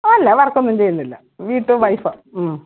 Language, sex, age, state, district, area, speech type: Malayalam, female, 45-60, Kerala, Pathanamthitta, urban, conversation